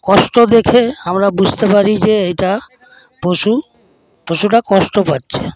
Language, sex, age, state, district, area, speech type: Bengali, male, 60+, West Bengal, Paschim Medinipur, rural, spontaneous